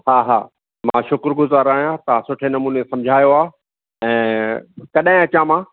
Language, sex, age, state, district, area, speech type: Sindhi, male, 60+, Maharashtra, Thane, urban, conversation